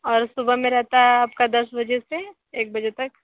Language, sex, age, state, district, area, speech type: Hindi, female, 60+, Uttar Pradesh, Sonbhadra, rural, conversation